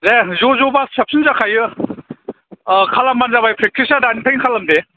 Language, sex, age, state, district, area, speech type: Bodo, male, 45-60, Assam, Chirang, rural, conversation